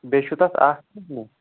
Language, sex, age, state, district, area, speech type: Kashmiri, male, 30-45, Jammu and Kashmir, Kulgam, rural, conversation